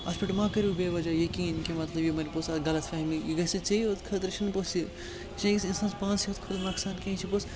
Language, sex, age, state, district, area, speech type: Kashmiri, male, 18-30, Jammu and Kashmir, Srinagar, rural, spontaneous